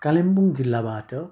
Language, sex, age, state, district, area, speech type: Nepali, male, 60+, West Bengal, Kalimpong, rural, spontaneous